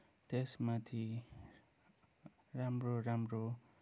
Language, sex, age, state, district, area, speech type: Nepali, male, 18-30, West Bengal, Kalimpong, rural, spontaneous